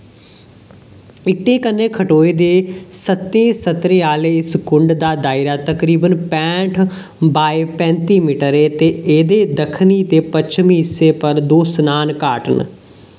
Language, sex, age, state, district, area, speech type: Dogri, male, 18-30, Jammu and Kashmir, Jammu, rural, read